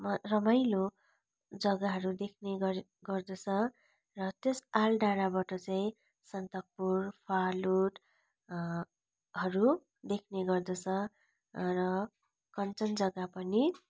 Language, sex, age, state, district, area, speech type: Nepali, female, 30-45, West Bengal, Darjeeling, rural, spontaneous